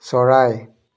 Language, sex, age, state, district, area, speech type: Assamese, male, 30-45, Assam, Biswanath, rural, read